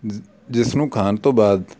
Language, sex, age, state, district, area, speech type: Punjabi, male, 45-60, Punjab, Amritsar, rural, spontaneous